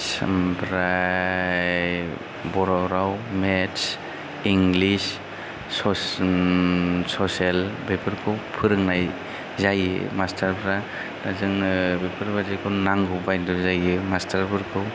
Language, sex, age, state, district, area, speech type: Bodo, male, 30-45, Assam, Kokrajhar, rural, spontaneous